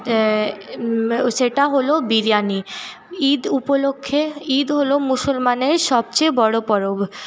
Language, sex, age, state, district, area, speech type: Bengali, female, 30-45, West Bengal, Paschim Bardhaman, urban, spontaneous